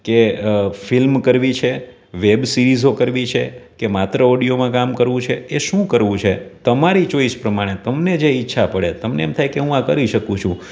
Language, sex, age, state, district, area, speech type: Gujarati, male, 30-45, Gujarat, Rajkot, urban, spontaneous